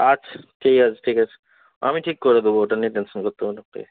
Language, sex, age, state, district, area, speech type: Bengali, male, 30-45, West Bengal, South 24 Parganas, rural, conversation